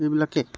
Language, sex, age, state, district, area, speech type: Assamese, male, 18-30, Assam, Tinsukia, rural, spontaneous